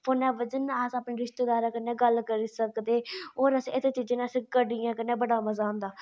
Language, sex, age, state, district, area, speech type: Dogri, female, 30-45, Jammu and Kashmir, Udhampur, urban, spontaneous